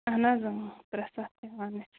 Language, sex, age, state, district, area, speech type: Kashmiri, female, 30-45, Jammu and Kashmir, Pulwama, rural, conversation